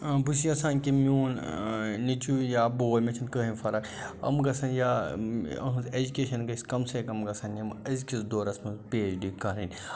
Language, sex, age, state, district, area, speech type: Kashmiri, male, 30-45, Jammu and Kashmir, Budgam, rural, spontaneous